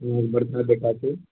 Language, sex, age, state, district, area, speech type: Maithili, male, 60+, Bihar, Purnia, urban, conversation